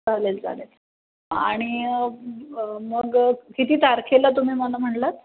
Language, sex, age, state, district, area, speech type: Marathi, female, 30-45, Maharashtra, Nashik, urban, conversation